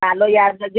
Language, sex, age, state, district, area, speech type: Sindhi, female, 45-60, Delhi, South Delhi, rural, conversation